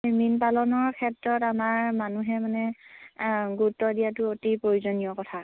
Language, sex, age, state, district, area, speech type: Assamese, female, 18-30, Assam, Sivasagar, rural, conversation